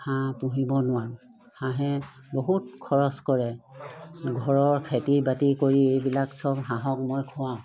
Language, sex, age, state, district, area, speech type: Assamese, female, 60+, Assam, Charaideo, rural, spontaneous